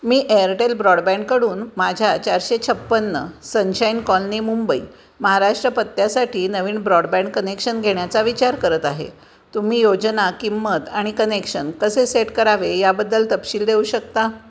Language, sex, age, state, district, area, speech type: Marathi, female, 45-60, Maharashtra, Kolhapur, urban, read